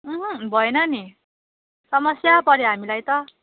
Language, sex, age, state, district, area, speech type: Nepali, female, 18-30, West Bengal, Darjeeling, rural, conversation